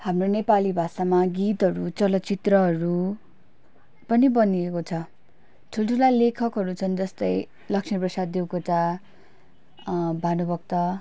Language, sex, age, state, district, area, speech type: Nepali, female, 18-30, West Bengal, Darjeeling, rural, spontaneous